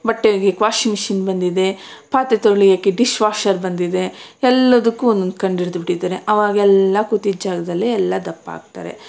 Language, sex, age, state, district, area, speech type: Kannada, female, 30-45, Karnataka, Bangalore Rural, rural, spontaneous